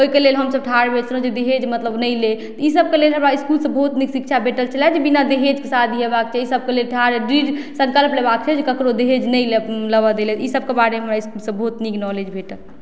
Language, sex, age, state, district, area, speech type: Maithili, female, 18-30, Bihar, Madhubani, rural, spontaneous